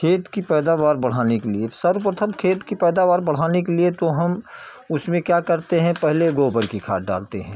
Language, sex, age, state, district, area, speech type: Hindi, male, 60+, Uttar Pradesh, Jaunpur, urban, spontaneous